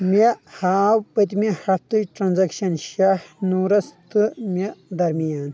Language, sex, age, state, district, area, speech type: Kashmiri, male, 30-45, Jammu and Kashmir, Kulgam, rural, read